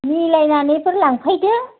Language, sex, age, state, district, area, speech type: Bodo, female, 60+, Assam, Udalguri, rural, conversation